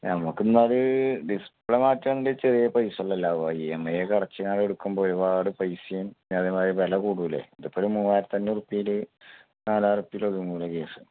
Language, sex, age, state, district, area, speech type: Malayalam, male, 30-45, Kerala, Malappuram, rural, conversation